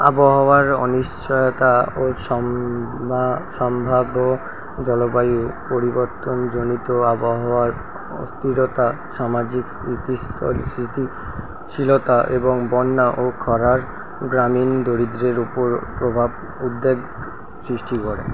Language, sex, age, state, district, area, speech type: Bengali, male, 30-45, West Bengal, Kolkata, urban, read